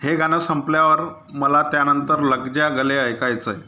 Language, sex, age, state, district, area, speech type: Marathi, male, 30-45, Maharashtra, Amravati, rural, read